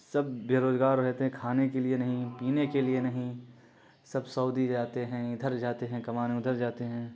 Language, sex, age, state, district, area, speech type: Urdu, male, 30-45, Bihar, Khagaria, rural, spontaneous